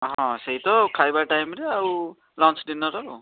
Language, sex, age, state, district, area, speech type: Odia, male, 30-45, Odisha, Puri, urban, conversation